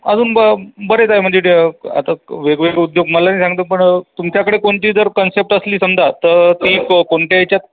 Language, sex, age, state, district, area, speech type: Marathi, male, 30-45, Maharashtra, Buldhana, urban, conversation